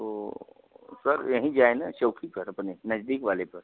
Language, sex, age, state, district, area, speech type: Hindi, male, 45-60, Uttar Pradesh, Prayagraj, rural, conversation